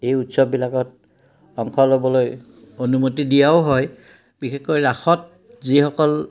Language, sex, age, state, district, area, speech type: Assamese, male, 60+, Assam, Udalguri, rural, spontaneous